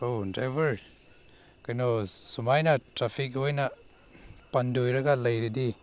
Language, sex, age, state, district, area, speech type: Manipuri, male, 30-45, Manipur, Senapati, rural, spontaneous